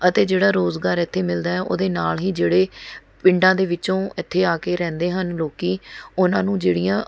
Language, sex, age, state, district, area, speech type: Punjabi, female, 30-45, Punjab, Mohali, urban, spontaneous